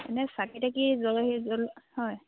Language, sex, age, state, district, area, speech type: Assamese, female, 30-45, Assam, Dibrugarh, rural, conversation